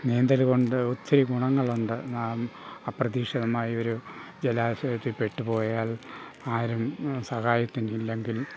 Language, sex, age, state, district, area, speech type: Malayalam, male, 60+, Kerala, Pathanamthitta, rural, spontaneous